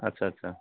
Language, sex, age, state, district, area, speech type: Odia, male, 30-45, Odisha, Balasore, rural, conversation